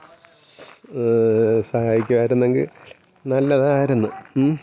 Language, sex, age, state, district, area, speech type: Malayalam, male, 45-60, Kerala, Thiruvananthapuram, rural, spontaneous